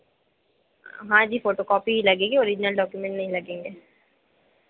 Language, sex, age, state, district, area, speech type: Hindi, female, 30-45, Madhya Pradesh, Harda, urban, conversation